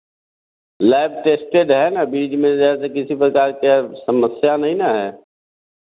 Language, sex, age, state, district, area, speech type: Hindi, male, 45-60, Bihar, Vaishali, rural, conversation